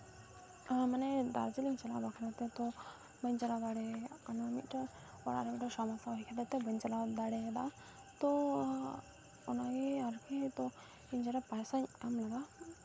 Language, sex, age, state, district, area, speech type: Santali, female, 18-30, West Bengal, Malda, rural, spontaneous